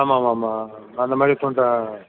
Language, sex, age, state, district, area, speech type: Tamil, male, 60+, Tamil Nadu, Virudhunagar, rural, conversation